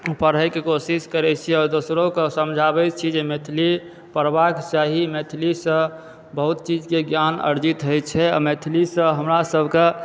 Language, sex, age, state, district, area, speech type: Maithili, male, 30-45, Bihar, Supaul, urban, spontaneous